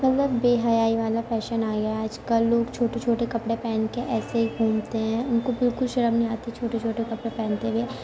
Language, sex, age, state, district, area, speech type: Urdu, female, 18-30, Uttar Pradesh, Ghaziabad, urban, spontaneous